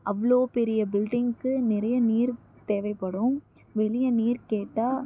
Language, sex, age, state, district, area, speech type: Tamil, female, 18-30, Tamil Nadu, Tiruvannamalai, rural, spontaneous